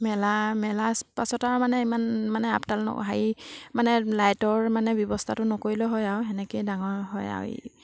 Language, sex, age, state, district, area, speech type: Assamese, female, 30-45, Assam, Sivasagar, rural, spontaneous